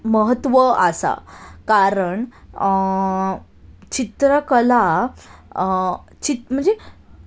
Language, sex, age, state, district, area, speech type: Goan Konkani, female, 18-30, Goa, Salcete, urban, spontaneous